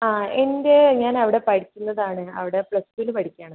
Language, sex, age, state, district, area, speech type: Malayalam, male, 18-30, Kerala, Kozhikode, urban, conversation